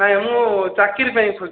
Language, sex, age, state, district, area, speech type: Odia, male, 18-30, Odisha, Khordha, rural, conversation